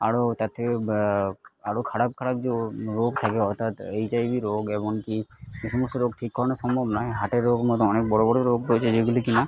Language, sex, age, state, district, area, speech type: Bengali, male, 30-45, West Bengal, Purba Bardhaman, urban, spontaneous